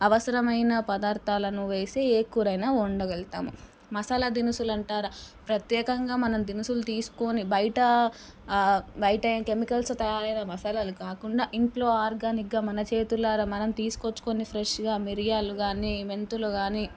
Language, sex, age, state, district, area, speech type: Telugu, female, 18-30, Telangana, Nalgonda, urban, spontaneous